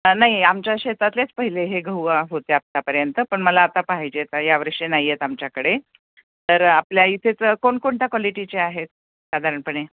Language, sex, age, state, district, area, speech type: Marathi, female, 45-60, Maharashtra, Osmanabad, rural, conversation